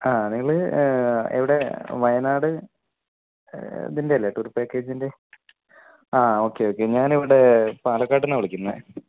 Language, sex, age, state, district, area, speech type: Malayalam, male, 45-60, Kerala, Wayanad, rural, conversation